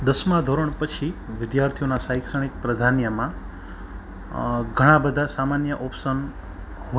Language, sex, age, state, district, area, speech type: Gujarati, male, 30-45, Gujarat, Rajkot, urban, spontaneous